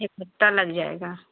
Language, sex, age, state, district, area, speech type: Hindi, female, 30-45, Uttar Pradesh, Prayagraj, rural, conversation